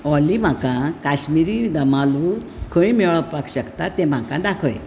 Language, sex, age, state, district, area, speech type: Goan Konkani, female, 60+, Goa, Bardez, urban, read